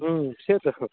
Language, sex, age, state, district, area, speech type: Bengali, male, 18-30, West Bengal, Cooch Behar, urban, conversation